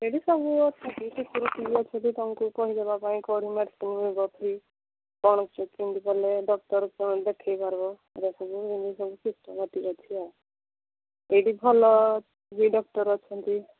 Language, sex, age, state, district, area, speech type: Odia, female, 45-60, Odisha, Angul, rural, conversation